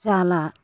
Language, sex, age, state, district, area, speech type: Bodo, male, 60+, Assam, Chirang, rural, spontaneous